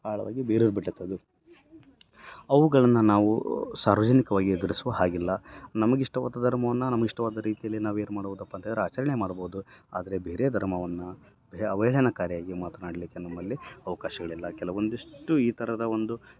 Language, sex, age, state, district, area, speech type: Kannada, male, 30-45, Karnataka, Bellary, rural, spontaneous